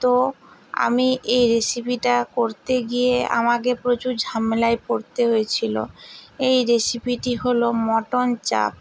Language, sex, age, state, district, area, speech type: Bengali, female, 60+, West Bengal, Purba Medinipur, rural, spontaneous